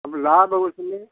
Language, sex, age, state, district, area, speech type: Hindi, male, 60+, Uttar Pradesh, Hardoi, rural, conversation